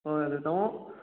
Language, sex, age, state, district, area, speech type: Manipuri, male, 18-30, Manipur, Kakching, rural, conversation